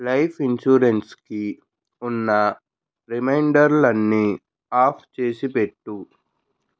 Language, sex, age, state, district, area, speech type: Telugu, male, 18-30, Andhra Pradesh, N T Rama Rao, urban, read